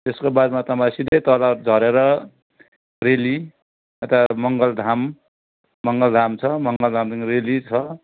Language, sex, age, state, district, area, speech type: Nepali, male, 60+, West Bengal, Kalimpong, rural, conversation